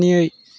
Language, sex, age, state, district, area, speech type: Bodo, male, 45-60, Assam, Chirang, rural, read